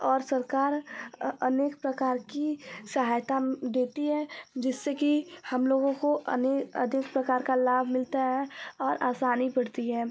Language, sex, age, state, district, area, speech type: Hindi, female, 18-30, Uttar Pradesh, Ghazipur, rural, spontaneous